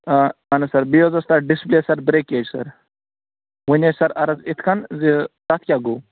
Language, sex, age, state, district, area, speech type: Kashmiri, male, 18-30, Jammu and Kashmir, Bandipora, rural, conversation